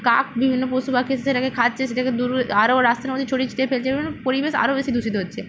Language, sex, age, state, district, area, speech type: Bengali, female, 30-45, West Bengal, Purba Medinipur, rural, spontaneous